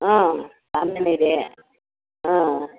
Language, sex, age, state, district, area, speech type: Kannada, female, 60+, Karnataka, Chamarajanagar, rural, conversation